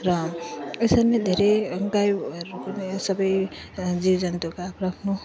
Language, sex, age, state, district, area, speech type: Nepali, female, 30-45, West Bengal, Jalpaiguri, rural, spontaneous